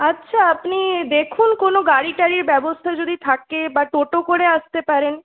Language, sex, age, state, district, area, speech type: Bengali, female, 18-30, West Bengal, Purulia, urban, conversation